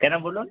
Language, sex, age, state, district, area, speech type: Bengali, male, 18-30, West Bengal, Kolkata, urban, conversation